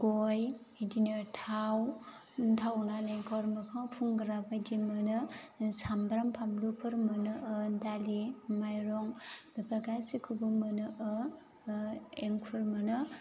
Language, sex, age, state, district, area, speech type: Bodo, female, 30-45, Assam, Chirang, rural, spontaneous